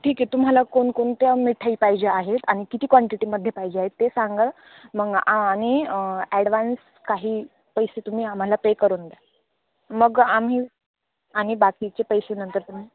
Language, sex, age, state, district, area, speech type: Marathi, female, 18-30, Maharashtra, Nashik, rural, conversation